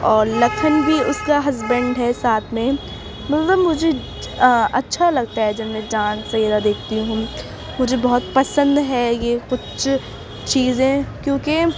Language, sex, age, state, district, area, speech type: Urdu, female, 18-30, Uttar Pradesh, Ghaziabad, urban, spontaneous